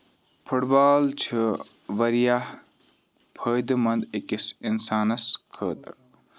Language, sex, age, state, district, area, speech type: Kashmiri, male, 18-30, Jammu and Kashmir, Ganderbal, rural, spontaneous